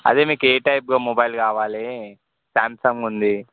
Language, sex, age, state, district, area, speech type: Telugu, male, 18-30, Telangana, Sangareddy, urban, conversation